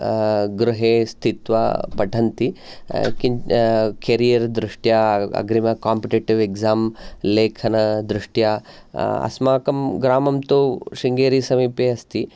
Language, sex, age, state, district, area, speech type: Sanskrit, male, 30-45, Karnataka, Chikkamagaluru, urban, spontaneous